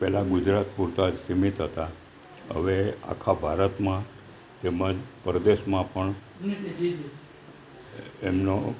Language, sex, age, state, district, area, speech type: Gujarati, male, 60+, Gujarat, Valsad, rural, spontaneous